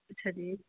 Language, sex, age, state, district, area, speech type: Punjabi, female, 30-45, Punjab, Rupnagar, urban, conversation